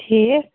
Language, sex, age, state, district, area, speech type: Kashmiri, female, 30-45, Jammu and Kashmir, Srinagar, urban, conversation